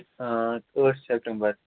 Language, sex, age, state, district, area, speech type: Kashmiri, male, 30-45, Jammu and Kashmir, Kupwara, rural, conversation